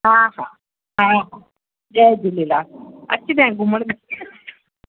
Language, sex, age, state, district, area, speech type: Sindhi, female, 30-45, Madhya Pradesh, Katni, rural, conversation